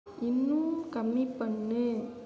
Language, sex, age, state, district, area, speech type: Tamil, female, 18-30, Tamil Nadu, Cuddalore, rural, read